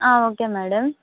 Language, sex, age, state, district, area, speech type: Telugu, female, 18-30, Andhra Pradesh, Nellore, rural, conversation